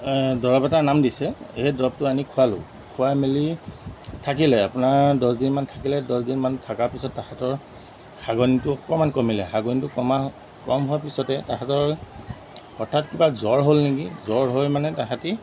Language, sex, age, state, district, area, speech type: Assamese, male, 45-60, Assam, Golaghat, rural, spontaneous